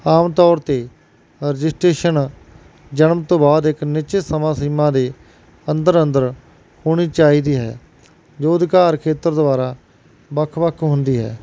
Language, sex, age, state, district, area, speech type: Punjabi, male, 30-45, Punjab, Barnala, urban, spontaneous